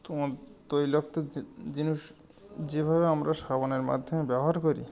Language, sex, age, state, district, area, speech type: Bengali, male, 45-60, West Bengal, Birbhum, urban, spontaneous